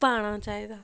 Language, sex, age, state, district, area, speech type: Dogri, female, 18-30, Jammu and Kashmir, Samba, rural, spontaneous